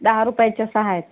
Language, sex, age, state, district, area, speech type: Marathi, female, 30-45, Maharashtra, Nanded, rural, conversation